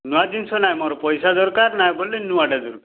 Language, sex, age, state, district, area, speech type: Odia, male, 30-45, Odisha, Kalahandi, rural, conversation